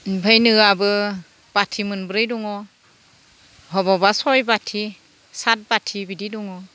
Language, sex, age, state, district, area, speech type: Bodo, female, 45-60, Assam, Udalguri, rural, spontaneous